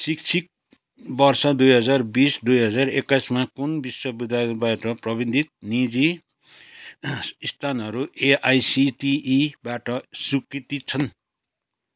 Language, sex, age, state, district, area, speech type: Nepali, male, 60+, West Bengal, Kalimpong, rural, read